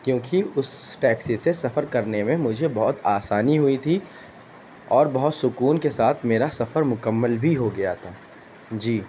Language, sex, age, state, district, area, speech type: Urdu, male, 18-30, Uttar Pradesh, Shahjahanpur, urban, spontaneous